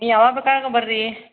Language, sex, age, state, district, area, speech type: Kannada, female, 60+, Karnataka, Belgaum, rural, conversation